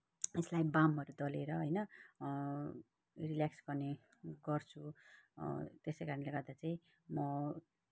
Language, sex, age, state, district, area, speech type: Nepali, female, 30-45, West Bengal, Kalimpong, rural, spontaneous